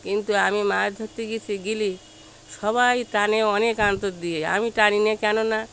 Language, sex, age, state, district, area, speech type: Bengali, female, 60+, West Bengal, Birbhum, urban, spontaneous